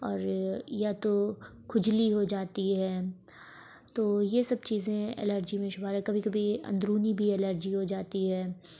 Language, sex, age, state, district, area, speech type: Urdu, female, 45-60, Uttar Pradesh, Lucknow, rural, spontaneous